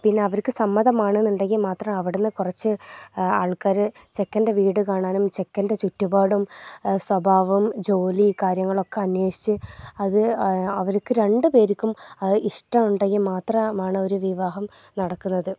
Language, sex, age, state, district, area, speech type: Malayalam, female, 30-45, Kerala, Wayanad, rural, spontaneous